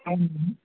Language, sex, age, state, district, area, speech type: Kannada, male, 60+, Karnataka, Kolar, rural, conversation